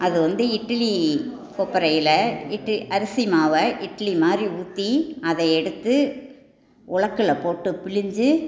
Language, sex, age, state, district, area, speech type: Tamil, female, 60+, Tamil Nadu, Tiruchirappalli, urban, spontaneous